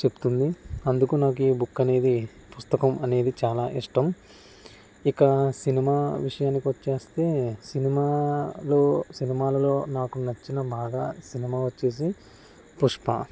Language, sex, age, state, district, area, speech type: Telugu, male, 18-30, Andhra Pradesh, Kakinada, rural, spontaneous